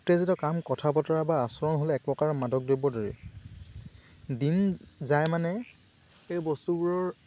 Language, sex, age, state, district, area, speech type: Assamese, male, 18-30, Assam, Lakhimpur, rural, spontaneous